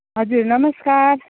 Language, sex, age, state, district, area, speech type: Nepali, female, 45-60, West Bengal, Jalpaiguri, urban, conversation